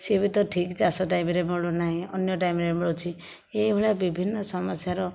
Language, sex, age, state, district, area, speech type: Odia, female, 60+, Odisha, Khordha, rural, spontaneous